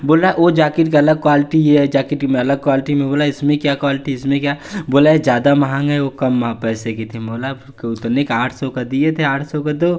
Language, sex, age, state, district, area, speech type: Hindi, male, 18-30, Uttar Pradesh, Jaunpur, rural, spontaneous